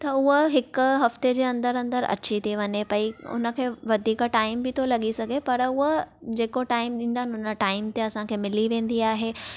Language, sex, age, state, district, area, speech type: Sindhi, female, 18-30, Maharashtra, Thane, urban, spontaneous